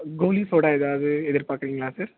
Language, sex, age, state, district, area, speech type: Tamil, male, 18-30, Tamil Nadu, Perambalur, urban, conversation